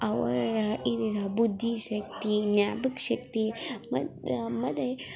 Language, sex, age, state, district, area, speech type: Kannada, female, 18-30, Karnataka, Chamarajanagar, rural, spontaneous